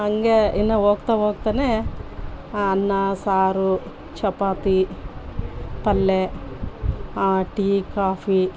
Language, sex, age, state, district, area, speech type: Kannada, female, 45-60, Karnataka, Vijayanagara, rural, spontaneous